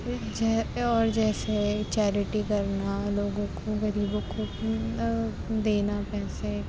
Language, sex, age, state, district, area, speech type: Urdu, female, 30-45, Uttar Pradesh, Aligarh, urban, spontaneous